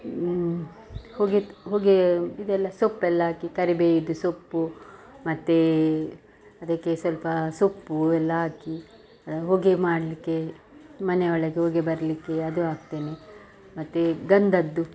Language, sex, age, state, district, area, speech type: Kannada, female, 45-60, Karnataka, Dakshina Kannada, rural, spontaneous